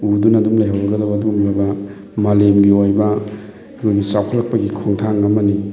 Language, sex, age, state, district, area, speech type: Manipuri, male, 30-45, Manipur, Thoubal, rural, spontaneous